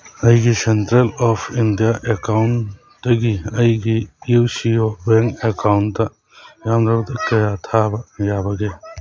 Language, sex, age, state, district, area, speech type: Manipuri, male, 45-60, Manipur, Churachandpur, rural, read